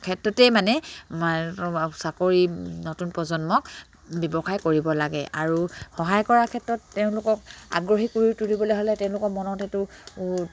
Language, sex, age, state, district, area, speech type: Assamese, female, 45-60, Assam, Dibrugarh, rural, spontaneous